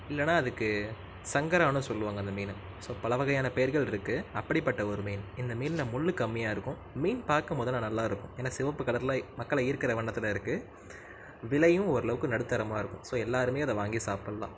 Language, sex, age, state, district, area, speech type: Tamil, male, 18-30, Tamil Nadu, Nagapattinam, rural, spontaneous